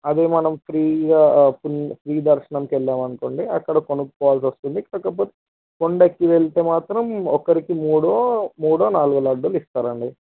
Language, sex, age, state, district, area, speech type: Telugu, male, 18-30, Telangana, Vikarabad, urban, conversation